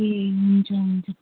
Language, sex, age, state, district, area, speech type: Nepali, female, 18-30, West Bengal, Kalimpong, rural, conversation